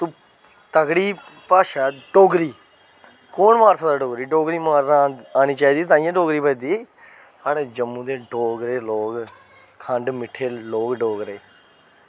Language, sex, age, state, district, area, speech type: Dogri, male, 30-45, Jammu and Kashmir, Jammu, urban, spontaneous